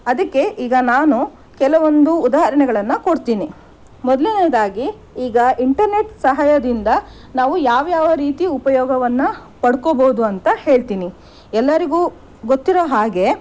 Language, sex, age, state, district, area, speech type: Kannada, female, 30-45, Karnataka, Shimoga, rural, spontaneous